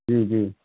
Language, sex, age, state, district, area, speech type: Urdu, male, 18-30, Bihar, Purnia, rural, conversation